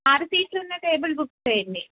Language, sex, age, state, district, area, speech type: Telugu, female, 30-45, Telangana, Bhadradri Kothagudem, urban, conversation